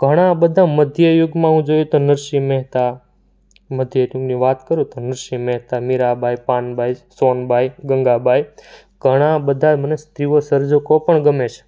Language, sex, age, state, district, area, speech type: Gujarati, male, 18-30, Gujarat, Surat, rural, spontaneous